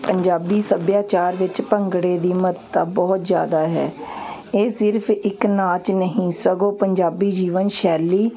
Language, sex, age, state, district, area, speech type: Punjabi, female, 30-45, Punjab, Hoshiarpur, urban, spontaneous